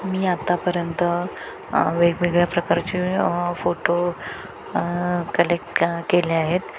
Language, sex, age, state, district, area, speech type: Marathi, female, 30-45, Maharashtra, Ratnagiri, rural, spontaneous